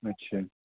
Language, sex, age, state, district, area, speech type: Urdu, male, 18-30, Delhi, East Delhi, urban, conversation